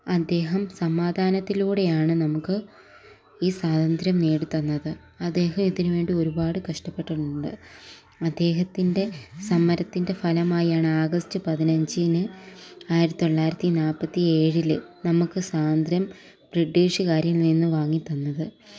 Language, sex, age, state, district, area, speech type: Malayalam, female, 18-30, Kerala, Palakkad, rural, spontaneous